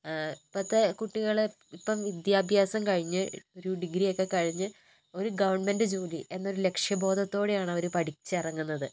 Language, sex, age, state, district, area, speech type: Malayalam, female, 30-45, Kerala, Wayanad, rural, spontaneous